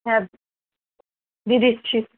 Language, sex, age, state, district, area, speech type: Bengali, female, 30-45, West Bengal, Kolkata, urban, conversation